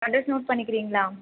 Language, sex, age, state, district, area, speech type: Tamil, female, 30-45, Tamil Nadu, Viluppuram, rural, conversation